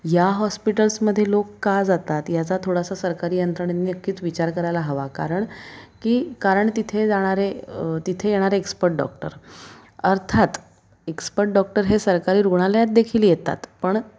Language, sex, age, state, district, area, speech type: Marathi, female, 30-45, Maharashtra, Pune, urban, spontaneous